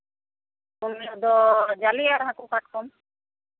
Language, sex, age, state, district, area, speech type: Santali, female, 45-60, West Bengal, Uttar Dinajpur, rural, conversation